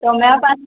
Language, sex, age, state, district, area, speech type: Odia, female, 45-60, Odisha, Angul, rural, conversation